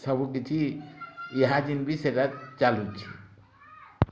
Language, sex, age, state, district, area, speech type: Odia, male, 60+, Odisha, Bargarh, rural, spontaneous